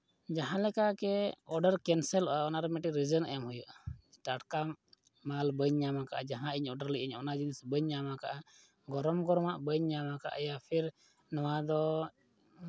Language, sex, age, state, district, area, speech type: Santali, male, 30-45, Jharkhand, East Singhbhum, rural, spontaneous